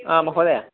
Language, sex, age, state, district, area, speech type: Sanskrit, male, 30-45, Telangana, Ranga Reddy, urban, conversation